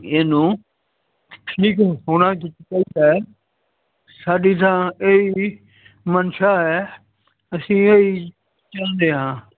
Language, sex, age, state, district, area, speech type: Punjabi, male, 60+, Punjab, Fazilka, rural, conversation